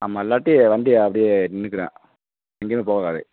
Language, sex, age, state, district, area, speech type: Tamil, male, 30-45, Tamil Nadu, Theni, rural, conversation